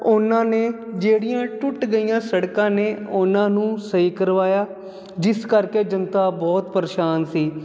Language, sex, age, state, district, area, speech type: Punjabi, male, 30-45, Punjab, Jalandhar, urban, spontaneous